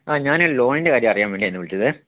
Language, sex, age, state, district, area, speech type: Malayalam, male, 60+, Kerala, Wayanad, rural, conversation